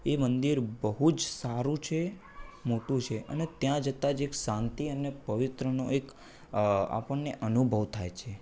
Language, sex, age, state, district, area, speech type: Gujarati, male, 18-30, Gujarat, Anand, urban, spontaneous